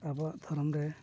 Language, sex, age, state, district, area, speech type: Santali, male, 45-60, Odisha, Mayurbhanj, rural, spontaneous